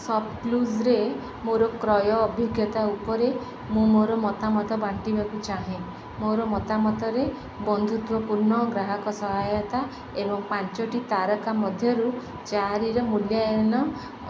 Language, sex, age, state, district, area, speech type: Odia, female, 30-45, Odisha, Sundergarh, urban, read